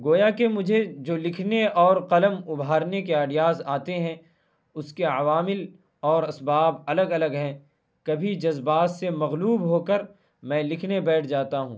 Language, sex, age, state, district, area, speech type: Urdu, male, 18-30, Bihar, Purnia, rural, spontaneous